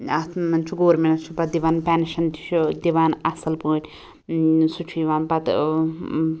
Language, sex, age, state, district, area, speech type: Kashmiri, female, 18-30, Jammu and Kashmir, Anantnag, rural, spontaneous